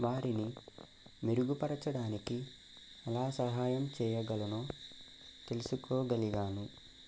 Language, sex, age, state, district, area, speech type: Telugu, male, 18-30, Andhra Pradesh, Eluru, urban, spontaneous